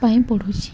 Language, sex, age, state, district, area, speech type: Odia, female, 18-30, Odisha, Subarnapur, urban, spontaneous